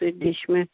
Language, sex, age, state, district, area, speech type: Urdu, female, 45-60, Uttar Pradesh, Rampur, urban, conversation